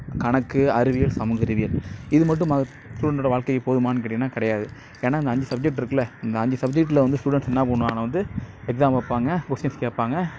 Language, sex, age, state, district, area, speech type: Tamil, male, 30-45, Tamil Nadu, Nagapattinam, rural, spontaneous